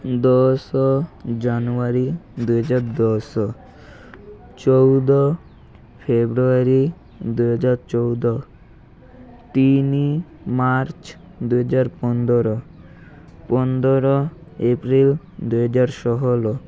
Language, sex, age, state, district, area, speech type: Odia, male, 18-30, Odisha, Malkangiri, urban, spontaneous